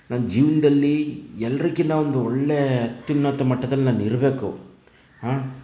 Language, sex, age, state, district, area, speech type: Kannada, male, 30-45, Karnataka, Chitradurga, rural, spontaneous